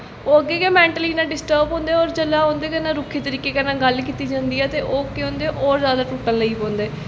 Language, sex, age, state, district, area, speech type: Dogri, female, 18-30, Jammu and Kashmir, Jammu, rural, spontaneous